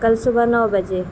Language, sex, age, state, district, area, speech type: Urdu, female, 18-30, Bihar, Gaya, urban, spontaneous